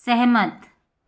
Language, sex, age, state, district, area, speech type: Hindi, female, 45-60, Madhya Pradesh, Jabalpur, urban, read